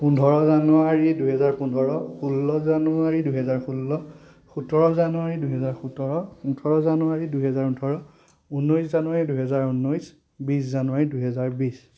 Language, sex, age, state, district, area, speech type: Assamese, male, 30-45, Assam, Biswanath, rural, spontaneous